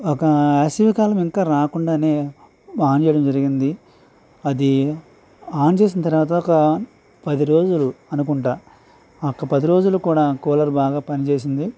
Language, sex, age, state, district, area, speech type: Telugu, male, 45-60, Andhra Pradesh, Eluru, rural, spontaneous